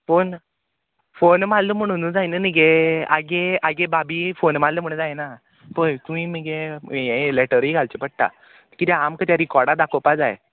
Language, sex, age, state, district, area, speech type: Goan Konkani, male, 18-30, Goa, Murmgao, rural, conversation